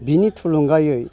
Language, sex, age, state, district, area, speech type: Bodo, male, 45-60, Assam, Chirang, rural, spontaneous